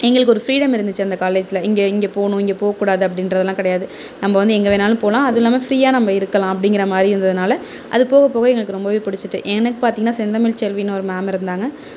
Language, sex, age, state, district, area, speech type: Tamil, female, 30-45, Tamil Nadu, Tiruvarur, urban, spontaneous